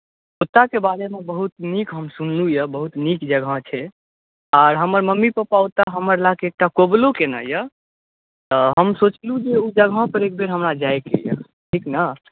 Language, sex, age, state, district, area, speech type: Maithili, male, 18-30, Bihar, Saharsa, rural, conversation